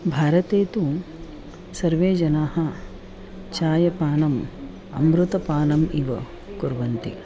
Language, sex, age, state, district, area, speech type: Sanskrit, female, 45-60, Maharashtra, Nagpur, urban, spontaneous